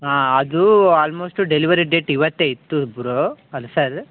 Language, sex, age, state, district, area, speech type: Kannada, male, 18-30, Karnataka, Chitradurga, rural, conversation